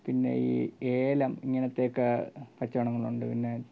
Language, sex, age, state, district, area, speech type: Malayalam, male, 18-30, Kerala, Thiruvananthapuram, rural, spontaneous